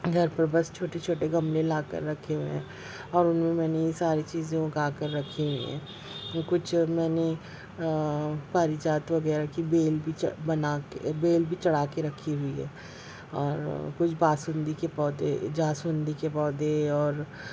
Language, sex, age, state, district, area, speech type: Urdu, female, 30-45, Maharashtra, Nashik, urban, spontaneous